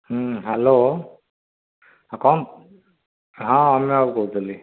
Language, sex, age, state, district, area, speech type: Odia, male, 30-45, Odisha, Dhenkanal, rural, conversation